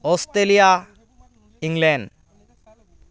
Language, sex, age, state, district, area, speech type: Assamese, male, 45-60, Assam, Dhemaji, rural, spontaneous